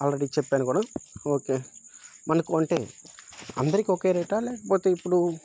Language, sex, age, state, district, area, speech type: Telugu, male, 18-30, Andhra Pradesh, Nellore, rural, spontaneous